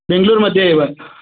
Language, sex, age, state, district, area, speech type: Sanskrit, male, 45-60, Karnataka, Vijayapura, urban, conversation